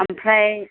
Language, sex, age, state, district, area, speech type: Bodo, female, 45-60, Assam, Chirang, rural, conversation